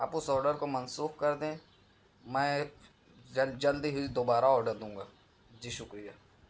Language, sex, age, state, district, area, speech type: Urdu, male, 45-60, Maharashtra, Nashik, urban, spontaneous